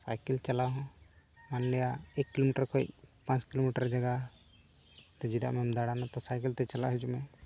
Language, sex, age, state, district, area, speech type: Santali, male, 18-30, Jharkhand, Pakur, rural, spontaneous